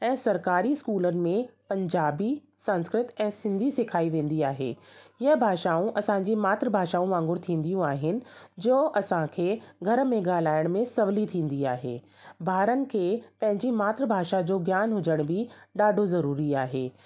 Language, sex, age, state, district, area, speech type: Sindhi, female, 30-45, Delhi, South Delhi, urban, spontaneous